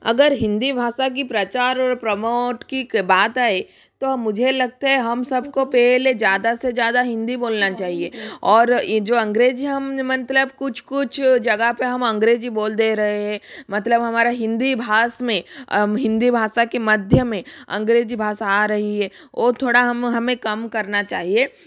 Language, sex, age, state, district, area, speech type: Hindi, female, 60+, Rajasthan, Jodhpur, rural, spontaneous